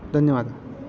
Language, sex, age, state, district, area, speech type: Sanskrit, male, 18-30, Maharashtra, Chandrapur, urban, spontaneous